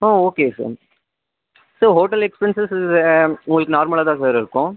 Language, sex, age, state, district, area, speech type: Tamil, male, 18-30, Tamil Nadu, Nilgiris, urban, conversation